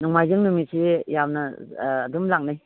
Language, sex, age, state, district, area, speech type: Manipuri, female, 60+, Manipur, Imphal East, rural, conversation